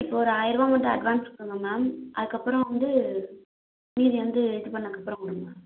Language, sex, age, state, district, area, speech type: Tamil, female, 18-30, Tamil Nadu, Madurai, rural, conversation